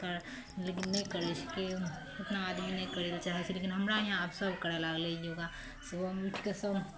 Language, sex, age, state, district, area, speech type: Maithili, female, 30-45, Bihar, Araria, rural, spontaneous